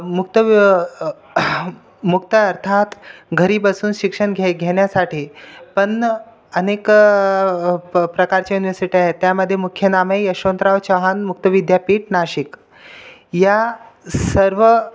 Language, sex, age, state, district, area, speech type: Marathi, other, 18-30, Maharashtra, Buldhana, urban, spontaneous